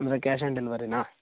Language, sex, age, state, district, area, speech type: Kannada, male, 18-30, Karnataka, Mandya, rural, conversation